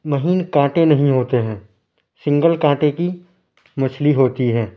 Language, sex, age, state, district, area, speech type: Urdu, male, 30-45, Uttar Pradesh, Lucknow, urban, spontaneous